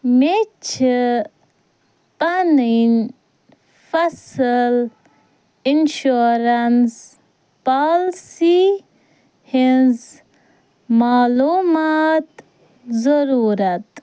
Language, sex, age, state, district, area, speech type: Kashmiri, female, 30-45, Jammu and Kashmir, Ganderbal, rural, read